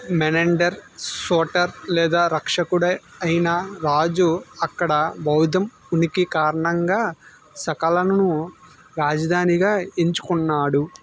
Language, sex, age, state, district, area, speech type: Telugu, male, 30-45, Andhra Pradesh, Vizianagaram, rural, read